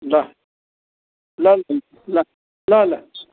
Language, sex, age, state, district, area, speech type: Nepali, male, 60+, West Bengal, Kalimpong, rural, conversation